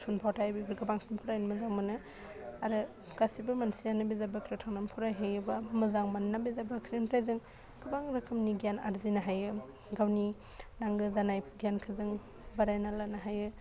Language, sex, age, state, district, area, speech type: Bodo, female, 18-30, Assam, Udalguri, urban, spontaneous